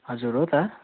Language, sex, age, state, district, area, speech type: Nepali, male, 18-30, West Bengal, Darjeeling, rural, conversation